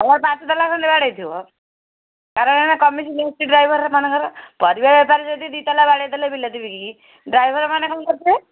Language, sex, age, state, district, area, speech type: Odia, female, 30-45, Odisha, Kendujhar, urban, conversation